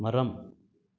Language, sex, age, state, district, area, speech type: Tamil, male, 30-45, Tamil Nadu, Krishnagiri, rural, read